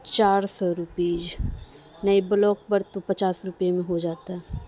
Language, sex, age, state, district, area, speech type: Urdu, female, 18-30, Bihar, Madhubani, rural, spontaneous